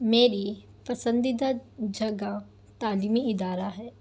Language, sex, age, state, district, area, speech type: Urdu, female, 18-30, Telangana, Hyderabad, urban, spontaneous